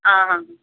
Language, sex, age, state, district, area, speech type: Odia, female, 60+, Odisha, Jharsuguda, rural, conversation